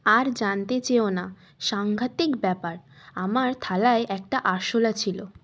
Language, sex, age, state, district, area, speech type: Bengali, female, 18-30, West Bengal, Birbhum, urban, read